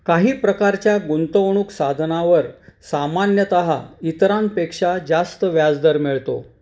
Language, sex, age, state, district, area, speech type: Marathi, male, 60+, Maharashtra, Nashik, urban, read